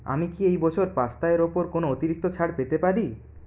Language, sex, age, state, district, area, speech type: Bengali, male, 30-45, West Bengal, Purulia, urban, read